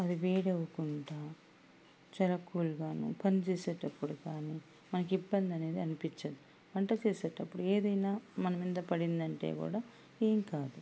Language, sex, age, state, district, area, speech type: Telugu, female, 45-60, Andhra Pradesh, Sri Balaji, rural, spontaneous